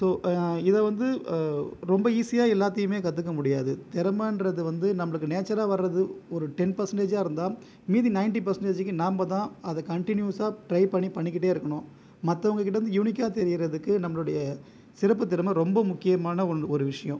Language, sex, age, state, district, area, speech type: Tamil, male, 30-45, Tamil Nadu, Viluppuram, rural, spontaneous